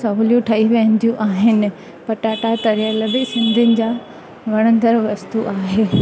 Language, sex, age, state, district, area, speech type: Sindhi, female, 18-30, Gujarat, Junagadh, rural, spontaneous